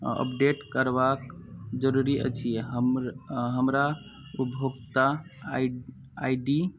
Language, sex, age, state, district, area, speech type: Maithili, male, 18-30, Bihar, Araria, rural, read